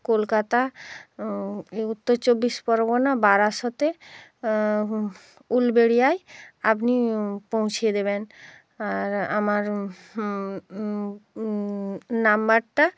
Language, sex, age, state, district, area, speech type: Bengali, female, 45-60, West Bengal, North 24 Parganas, rural, spontaneous